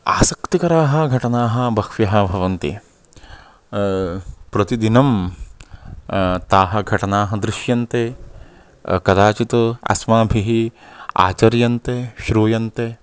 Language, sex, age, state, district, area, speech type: Sanskrit, male, 30-45, Karnataka, Uttara Kannada, rural, spontaneous